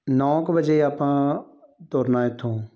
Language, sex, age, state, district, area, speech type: Punjabi, male, 30-45, Punjab, Tarn Taran, rural, spontaneous